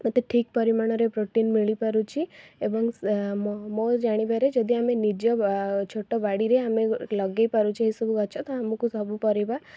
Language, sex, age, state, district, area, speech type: Odia, female, 18-30, Odisha, Cuttack, urban, spontaneous